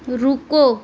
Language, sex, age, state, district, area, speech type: Urdu, female, 18-30, Delhi, South Delhi, rural, read